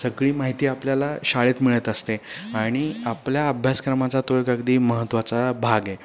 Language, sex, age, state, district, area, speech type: Marathi, male, 30-45, Maharashtra, Pune, urban, spontaneous